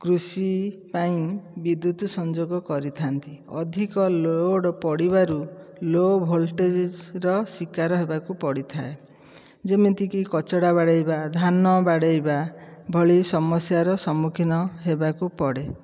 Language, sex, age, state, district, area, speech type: Odia, female, 60+, Odisha, Dhenkanal, rural, spontaneous